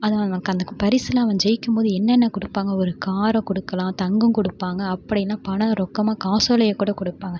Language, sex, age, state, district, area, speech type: Tamil, female, 30-45, Tamil Nadu, Mayiladuthurai, rural, spontaneous